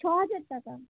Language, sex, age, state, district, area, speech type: Bengali, female, 18-30, West Bengal, Darjeeling, urban, conversation